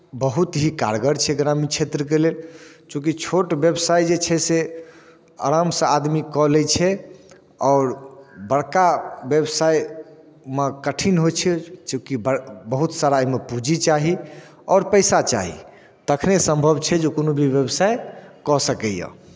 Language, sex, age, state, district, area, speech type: Maithili, male, 30-45, Bihar, Darbhanga, rural, spontaneous